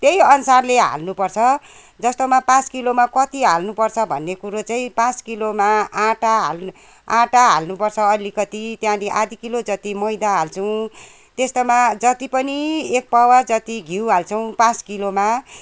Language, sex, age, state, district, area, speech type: Nepali, female, 60+, West Bengal, Kalimpong, rural, spontaneous